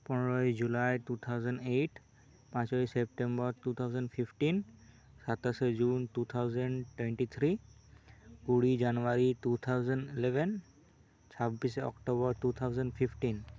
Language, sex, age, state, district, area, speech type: Santali, male, 18-30, West Bengal, Birbhum, rural, spontaneous